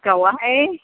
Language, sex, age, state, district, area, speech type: Bodo, female, 60+, Assam, Chirang, rural, conversation